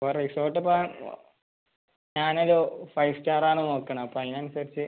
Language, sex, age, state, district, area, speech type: Malayalam, male, 18-30, Kerala, Malappuram, rural, conversation